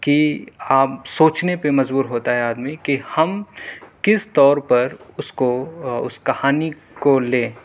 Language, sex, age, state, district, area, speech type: Urdu, male, 18-30, Delhi, South Delhi, urban, spontaneous